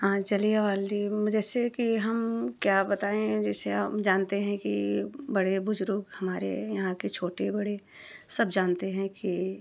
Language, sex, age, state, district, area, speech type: Hindi, female, 30-45, Uttar Pradesh, Prayagraj, rural, spontaneous